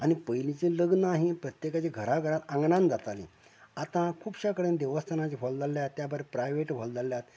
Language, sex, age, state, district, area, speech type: Goan Konkani, male, 45-60, Goa, Canacona, rural, spontaneous